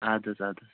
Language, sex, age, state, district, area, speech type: Kashmiri, male, 18-30, Jammu and Kashmir, Baramulla, rural, conversation